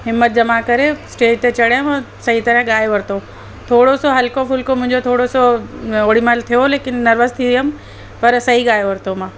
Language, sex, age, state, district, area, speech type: Sindhi, female, 45-60, Delhi, South Delhi, urban, spontaneous